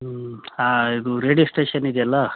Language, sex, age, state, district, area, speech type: Kannada, male, 45-60, Karnataka, Chitradurga, rural, conversation